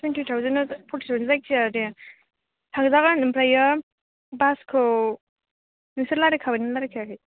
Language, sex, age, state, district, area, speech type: Bodo, female, 18-30, Assam, Chirang, urban, conversation